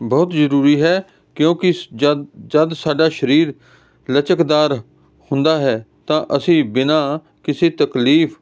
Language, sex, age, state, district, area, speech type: Punjabi, male, 45-60, Punjab, Hoshiarpur, urban, spontaneous